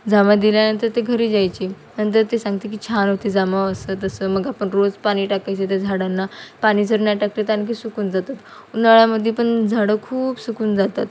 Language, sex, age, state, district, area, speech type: Marathi, female, 18-30, Maharashtra, Wardha, rural, spontaneous